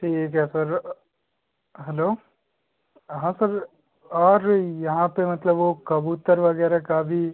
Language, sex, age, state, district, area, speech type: Hindi, male, 18-30, Bihar, Darbhanga, urban, conversation